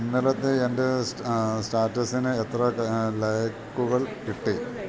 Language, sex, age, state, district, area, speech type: Malayalam, male, 60+, Kerala, Idukki, rural, read